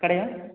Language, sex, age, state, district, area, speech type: Tamil, male, 30-45, Tamil Nadu, Cuddalore, rural, conversation